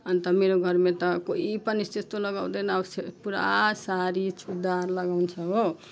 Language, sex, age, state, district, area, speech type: Nepali, female, 45-60, West Bengal, Jalpaiguri, rural, spontaneous